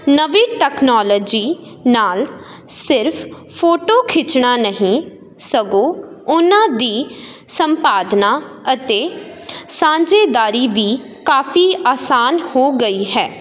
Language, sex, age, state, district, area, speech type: Punjabi, female, 18-30, Punjab, Jalandhar, urban, spontaneous